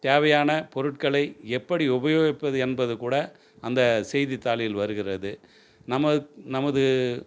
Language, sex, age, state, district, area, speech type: Tamil, male, 60+, Tamil Nadu, Tiruvannamalai, urban, spontaneous